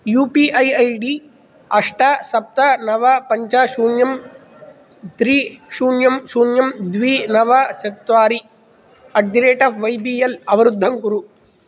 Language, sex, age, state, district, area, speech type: Sanskrit, male, 18-30, Andhra Pradesh, Kadapa, rural, read